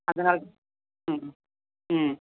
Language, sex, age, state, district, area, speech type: Tamil, female, 45-60, Tamil Nadu, Dharmapuri, rural, conversation